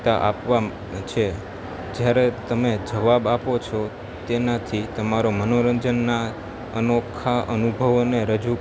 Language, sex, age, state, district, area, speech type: Gujarati, male, 18-30, Gujarat, Junagadh, urban, spontaneous